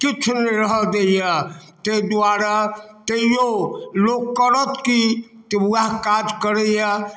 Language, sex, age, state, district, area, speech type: Maithili, male, 60+, Bihar, Darbhanga, rural, spontaneous